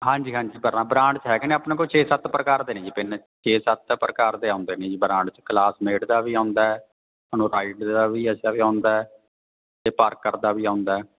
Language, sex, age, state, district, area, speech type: Punjabi, male, 30-45, Punjab, Fatehgarh Sahib, urban, conversation